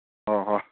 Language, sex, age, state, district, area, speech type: Manipuri, male, 18-30, Manipur, Senapati, rural, conversation